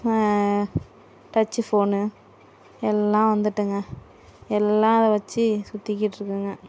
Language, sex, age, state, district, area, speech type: Tamil, female, 60+, Tamil Nadu, Tiruvarur, rural, spontaneous